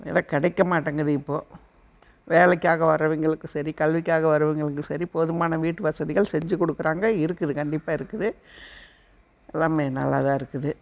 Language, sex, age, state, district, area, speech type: Tamil, female, 60+, Tamil Nadu, Erode, rural, spontaneous